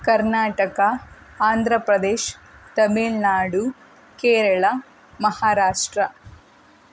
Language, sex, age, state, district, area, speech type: Kannada, female, 18-30, Karnataka, Davanagere, rural, spontaneous